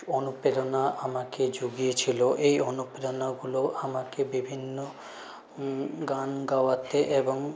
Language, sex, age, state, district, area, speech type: Bengali, male, 30-45, West Bengal, Purulia, urban, spontaneous